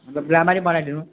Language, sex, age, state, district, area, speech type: Nepali, male, 18-30, West Bengal, Alipurduar, urban, conversation